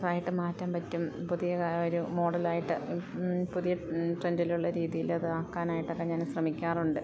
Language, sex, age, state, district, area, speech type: Malayalam, female, 30-45, Kerala, Idukki, rural, spontaneous